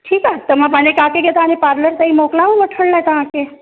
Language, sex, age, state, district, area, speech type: Sindhi, female, 30-45, Uttar Pradesh, Lucknow, urban, conversation